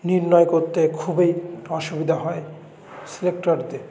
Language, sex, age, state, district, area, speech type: Bengali, male, 18-30, West Bengal, Jalpaiguri, urban, spontaneous